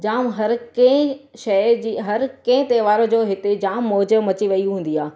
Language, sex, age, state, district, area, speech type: Sindhi, female, 30-45, Gujarat, Surat, urban, spontaneous